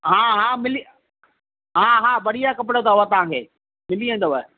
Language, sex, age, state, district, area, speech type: Sindhi, male, 60+, Delhi, South Delhi, urban, conversation